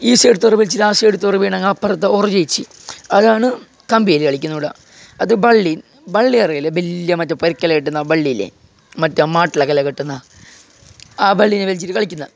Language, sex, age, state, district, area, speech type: Malayalam, male, 18-30, Kerala, Kasaragod, urban, spontaneous